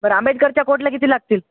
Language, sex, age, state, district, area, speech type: Marathi, male, 18-30, Maharashtra, Hingoli, urban, conversation